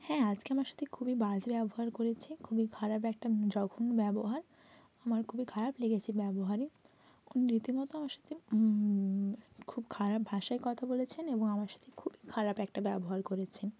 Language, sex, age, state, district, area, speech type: Bengali, female, 18-30, West Bengal, Hooghly, urban, spontaneous